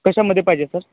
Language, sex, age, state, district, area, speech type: Marathi, male, 18-30, Maharashtra, Yavatmal, rural, conversation